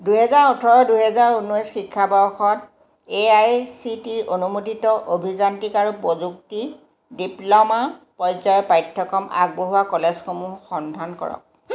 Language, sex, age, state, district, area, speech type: Assamese, female, 45-60, Assam, Jorhat, urban, read